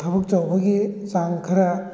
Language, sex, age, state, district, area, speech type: Manipuri, male, 18-30, Manipur, Thoubal, rural, spontaneous